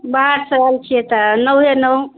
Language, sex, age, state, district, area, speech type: Maithili, female, 60+, Bihar, Madhepura, rural, conversation